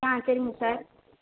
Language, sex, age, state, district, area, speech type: Tamil, female, 18-30, Tamil Nadu, Theni, rural, conversation